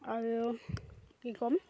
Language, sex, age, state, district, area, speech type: Assamese, female, 18-30, Assam, Dhemaji, urban, spontaneous